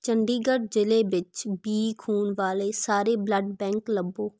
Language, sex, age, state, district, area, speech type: Punjabi, female, 18-30, Punjab, Ludhiana, rural, read